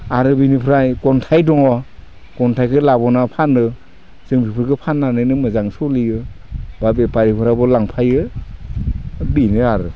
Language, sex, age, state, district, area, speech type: Bodo, male, 45-60, Assam, Udalguri, rural, spontaneous